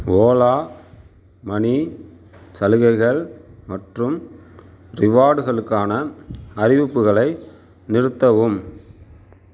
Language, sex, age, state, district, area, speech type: Tamil, male, 60+, Tamil Nadu, Sivaganga, urban, read